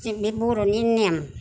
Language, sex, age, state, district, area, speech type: Bodo, female, 60+, Assam, Kokrajhar, rural, spontaneous